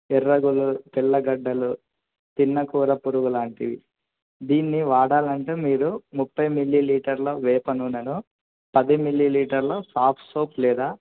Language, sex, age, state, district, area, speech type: Telugu, male, 18-30, Andhra Pradesh, Kadapa, urban, conversation